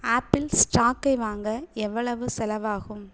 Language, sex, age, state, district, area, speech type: Tamil, female, 18-30, Tamil Nadu, Tiruchirappalli, rural, read